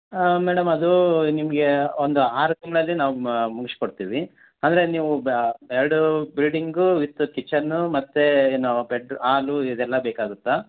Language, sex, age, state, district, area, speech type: Kannada, male, 30-45, Karnataka, Koppal, rural, conversation